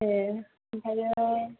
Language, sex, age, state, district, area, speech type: Bodo, female, 18-30, Assam, Chirang, rural, conversation